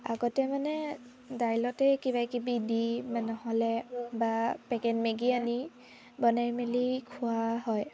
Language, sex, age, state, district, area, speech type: Assamese, female, 18-30, Assam, Sivasagar, rural, spontaneous